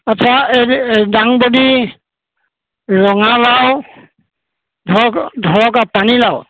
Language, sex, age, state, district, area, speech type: Assamese, male, 60+, Assam, Golaghat, rural, conversation